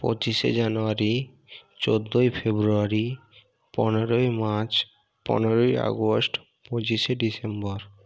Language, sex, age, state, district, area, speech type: Bengali, male, 45-60, West Bengal, Bankura, urban, spontaneous